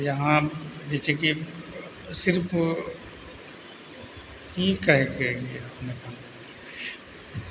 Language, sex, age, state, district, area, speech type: Maithili, male, 30-45, Bihar, Purnia, rural, spontaneous